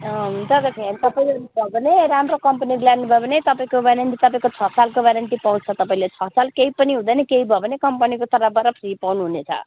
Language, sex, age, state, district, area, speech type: Nepali, female, 30-45, West Bengal, Jalpaiguri, rural, conversation